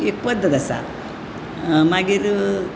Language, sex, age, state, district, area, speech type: Goan Konkani, female, 60+, Goa, Bardez, urban, spontaneous